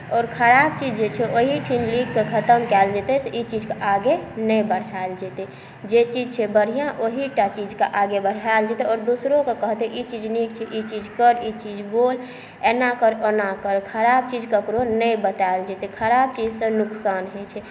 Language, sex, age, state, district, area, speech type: Maithili, female, 18-30, Bihar, Saharsa, rural, spontaneous